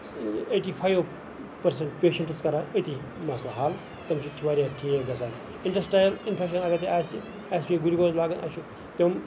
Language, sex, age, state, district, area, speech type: Kashmiri, male, 45-60, Jammu and Kashmir, Ganderbal, rural, spontaneous